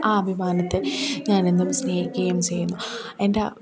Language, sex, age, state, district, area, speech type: Malayalam, female, 18-30, Kerala, Pathanamthitta, rural, spontaneous